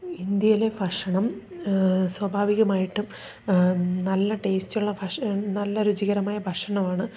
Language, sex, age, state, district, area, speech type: Malayalam, female, 30-45, Kerala, Idukki, rural, spontaneous